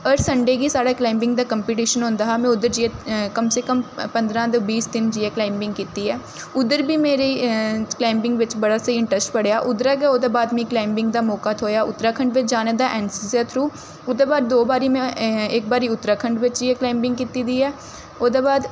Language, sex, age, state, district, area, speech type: Dogri, female, 18-30, Jammu and Kashmir, Reasi, urban, spontaneous